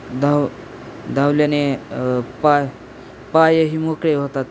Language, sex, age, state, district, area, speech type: Marathi, male, 18-30, Maharashtra, Osmanabad, rural, spontaneous